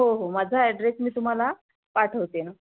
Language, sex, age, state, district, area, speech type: Marathi, female, 30-45, Maharashtra, Thane, urban, conversation